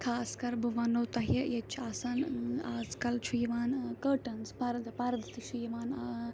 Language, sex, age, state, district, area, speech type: Kashmiri, female, 18-30, Jammu and Kashmir, Ganderbal, rural, spontaneous